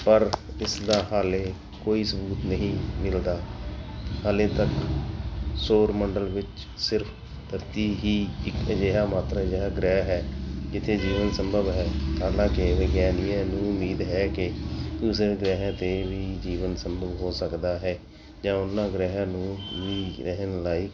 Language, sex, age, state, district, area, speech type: Punjabi, male, 45-60, Punjab, Tarn Taran, urban, spontaneous